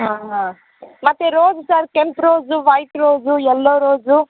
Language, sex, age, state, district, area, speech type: Kannada, female, 18-30, Karnataka, Kolar, rural, conversation